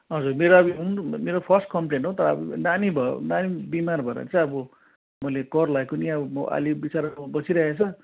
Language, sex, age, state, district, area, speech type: Nepali, male, 45-60, West Bengal, Darjeeling, rural, conversation